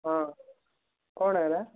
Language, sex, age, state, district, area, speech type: Odia, male, 18-30, Odisha, Malkangiri, urban, conversation